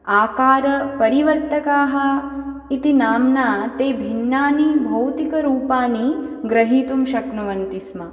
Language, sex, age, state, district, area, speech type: Sanskrit, female, 18-30, West Bengal, Dakshin Dinajpur, urban, spontaneous